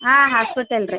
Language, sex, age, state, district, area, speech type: Kannada, female, 60+, Karnataka, Belgaum, rural, conversation